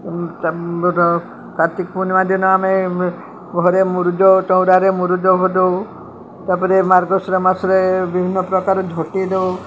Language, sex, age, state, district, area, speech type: Odia, female, 60+, Odisha, Sundergarh, urban, spontaneous